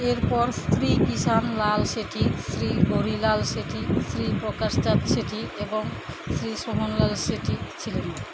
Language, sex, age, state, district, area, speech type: Bengali, female, 30-45, West Bengal, Alipurduar, rural, read